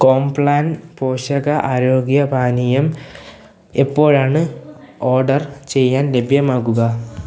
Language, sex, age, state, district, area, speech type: Malayalam, male, 18-30, Kerala, Kollam, rural, read